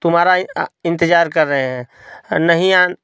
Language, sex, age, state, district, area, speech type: Hindi, male, 45-60, Uttar Pradesh, Prayagraj, rural, spontaneous